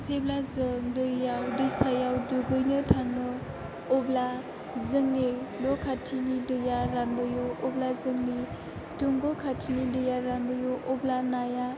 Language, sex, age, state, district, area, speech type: Bodo, female, 18-30, Assam, Chirang, urban, spontaneous